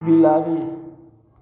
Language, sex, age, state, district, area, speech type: Maithili, male, 18-30, Bihar, Samastipur, urban, read